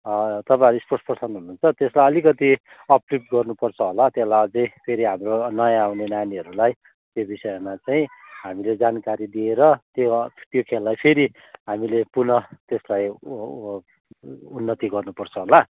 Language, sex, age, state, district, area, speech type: Nepali, male, 45-60, West Bengal, Kalimpong, rural, conversation